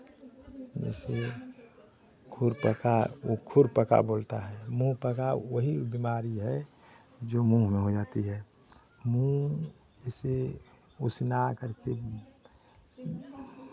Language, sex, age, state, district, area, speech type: Hindi, male, 60+, Uttar Pradesh, Chandauli, rural, spontaneous